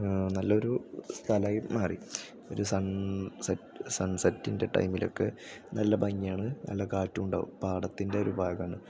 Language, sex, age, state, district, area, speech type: Malayalam, male, 18-30, Kerala, Thrissur, rural, spontaneous